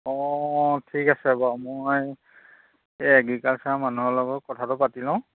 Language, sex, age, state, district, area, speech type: Assamese, male, 45-60, Assam, Majuli, rural, conversation